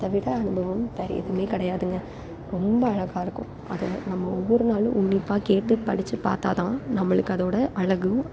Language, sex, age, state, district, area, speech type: Tamil, female, 18-30, Tamil Nadu, Salem, urban, spontaneous